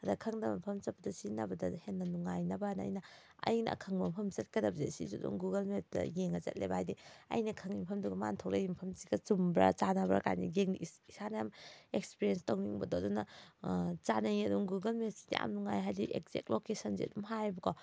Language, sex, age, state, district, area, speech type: Manipuri, female, 30-45, Manipur, Thoubal, rural, spontaneous